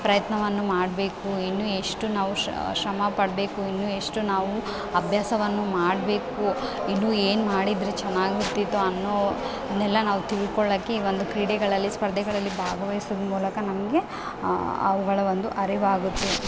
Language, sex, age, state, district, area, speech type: Kannada, female, 18-30, Karnataka, Bellary, rural, spontaneous